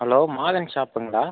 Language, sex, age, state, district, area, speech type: Tamil, male, 30-45, Tamil Nadu, Viluppuram, rural, conversation